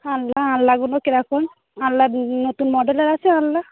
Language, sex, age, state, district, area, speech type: Bengali, female, 30-45, West Bengal, Darjeeling, urban, conversation